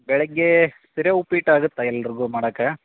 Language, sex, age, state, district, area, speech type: Kannada, male, 18-30, Karnataka, Koppal, rural, conversation